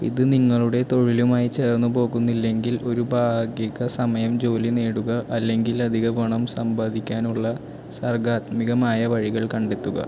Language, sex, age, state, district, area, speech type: Malayalam, male, 18-30, Kerala, Thrissur, rural, read